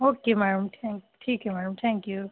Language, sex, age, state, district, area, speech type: Hindi, female, 30-45, Madhya Pradesh, Chhindwara, urban, conversation